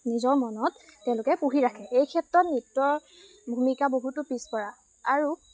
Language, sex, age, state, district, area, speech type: Assamese, female, 18-30, Assam, Lakhimpur, rural, spontaneous